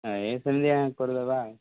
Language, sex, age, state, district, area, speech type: Odia, male, 30-45, Odisha, Koraput, urban, conversation